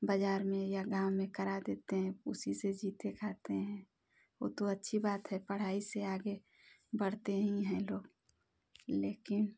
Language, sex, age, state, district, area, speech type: Hindi, female, 30-45, Uttar Pradesh, Ghazipur, rural, spontaneous